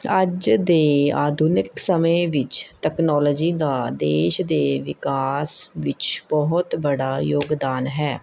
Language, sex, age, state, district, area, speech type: Punjabi, female, 30-45, Punjab, Mohali, urban, spontaneous